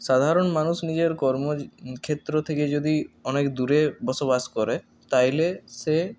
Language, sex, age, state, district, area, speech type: Bengali, male, 18-30, West Bengal, Purulia, urban, spontaneous